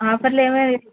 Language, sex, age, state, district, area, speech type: Telugu, female, 18-30, Andhra Pradesh, Krishna, urban, conversation